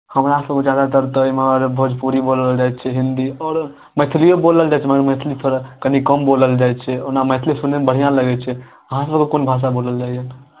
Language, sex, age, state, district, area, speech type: Maithili, male, 18-30, Bihar, Darbhanga, rural, conversation